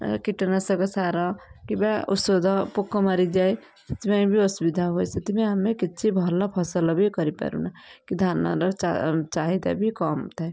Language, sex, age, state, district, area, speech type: Odia, female, 30-45, Odisha, Kendujhar, urban, spontaneous